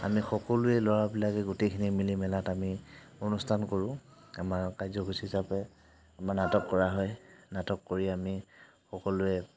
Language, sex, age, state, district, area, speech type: Assamese, male, 45-60, Assam, Nagaon, rural, spontaneous